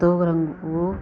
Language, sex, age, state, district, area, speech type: Hindi, female, 45-60, Uttar Pradesh, Lucknow, rural, spontaneous